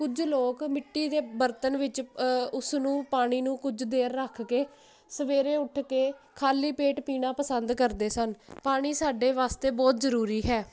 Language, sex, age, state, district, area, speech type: Punjabi, female, 18-30, Punjab, Jalandhar, urban, spontaneous